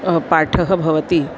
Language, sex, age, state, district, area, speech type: Sanskrit, female, 45-60, Maharashtra, Nagpur, urban, spontaneous